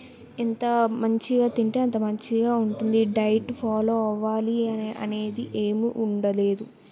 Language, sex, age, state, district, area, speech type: Telugu, female, 18-30, Telangana, Yadadri Bhuvanagiri, urban, spontaneous